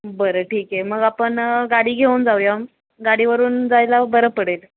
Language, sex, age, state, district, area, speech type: Marathi, female, 18-30, Maharashtra, Ratnagiri, rural, conversation